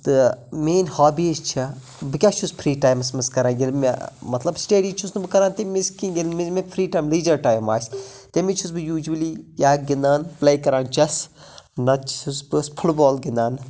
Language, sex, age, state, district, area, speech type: Kashmiri, male, 30-45, Jammu and Kashmir, Budgam, rural, spontaneous